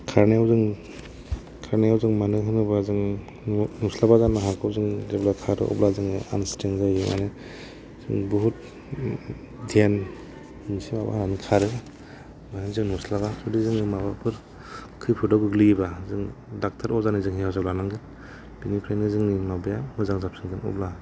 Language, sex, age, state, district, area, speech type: Bodo, male, 30-45, Assam, Kokrajhar, rural, spontaneous